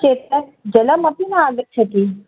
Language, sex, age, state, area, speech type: Sanskrit, female, 18-30, Rajasthan, urban, conversation